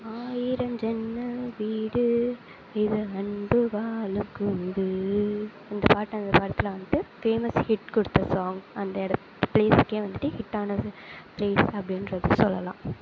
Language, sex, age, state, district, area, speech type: Tamil, female, 18-30, Tamil Nadu, Sivaganga, rural, spontaneous